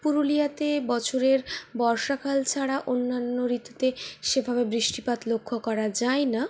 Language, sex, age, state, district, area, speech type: Bengali, female, 45-60, West Bengal, Purulia, urban, spontaneous